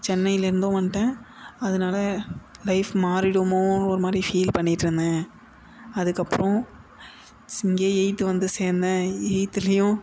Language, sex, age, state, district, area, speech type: Tamil, male, 18-30, Tamil Nadu, Tiruvannamalai, urban, spontaneous